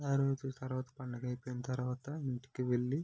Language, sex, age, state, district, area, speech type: Telugu, male, 18-30, Andhra Pradesh, West Godavari, rural, spontaneous